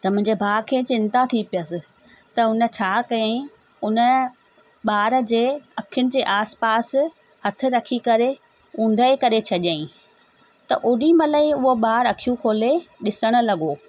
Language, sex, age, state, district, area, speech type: Sindhi, female, 45-60, Gujarat, Surat, urban, spontaneous